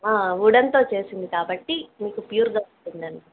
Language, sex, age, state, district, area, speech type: Telugu, female, 30-45, Andhra Pradesh, Kadapa, urban, conversation